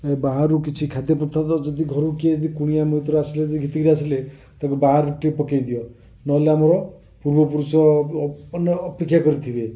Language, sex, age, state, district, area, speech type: Odia, male, 45-60, Odisha, Cuttack, urban, spontaneous